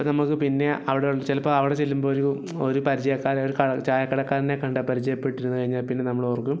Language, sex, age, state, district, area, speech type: Malayalam, male, 18-30, Kerala, Idukki, rural, spontaneous